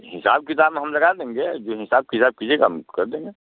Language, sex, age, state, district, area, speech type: Hindi, male, 60+, Bihar, Muzaffarpur, rural, conversation